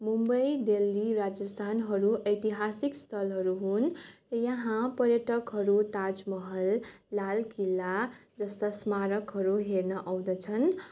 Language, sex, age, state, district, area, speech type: Nepali, female, 18-30, West Bengal, Darjeeling, rural, spontaneous